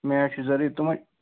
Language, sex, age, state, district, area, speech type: Kashmiri, male, 18-30, Jammu and Kashmir, Ganderbal, rural, conversation